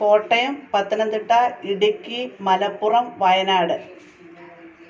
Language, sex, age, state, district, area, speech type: Malayalam, female, 45-60, Kerala, Kottayam, rural, spontaneous